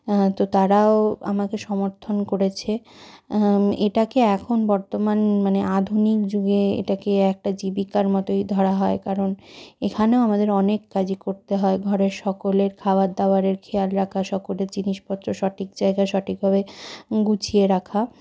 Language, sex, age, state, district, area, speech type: Bengali, female, 60+, West Bengal, Purulia, rural, spontaneous